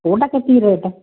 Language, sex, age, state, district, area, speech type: Odia, female, 60+, Odisha, Gajapati, rural, conversation